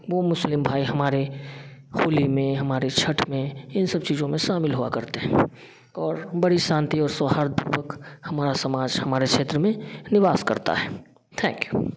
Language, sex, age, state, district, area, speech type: Hindi, male, 30-45, Bihar, Samastipur, urban, spontaneous